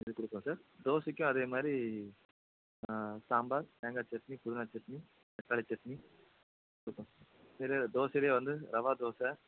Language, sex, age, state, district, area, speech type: Tamil, male, 45-60, Tamil Nadu, Tenkasi, urban, conversation